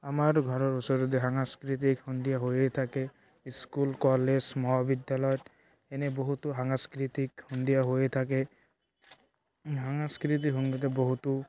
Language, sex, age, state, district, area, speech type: Assamese, male, 18-30, Assam, Barpeta, rural, spontaneous